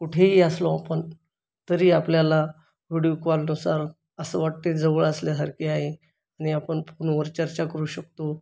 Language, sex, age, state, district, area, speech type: Marathi, male, 45-60, Maharashtra, Buldhana, urban, spontaneous